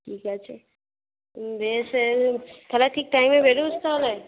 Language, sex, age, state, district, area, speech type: Bengali, female, 18-30, West Bengal, Cooch Behar, rural, conversation